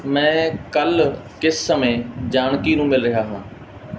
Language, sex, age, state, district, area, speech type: Punjabi, male, 30-45, Punjab, Barnala, rural, read